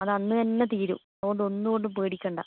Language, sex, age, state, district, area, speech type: Malayalam, female, 18-30, Kerala, Kannur, rural, conversation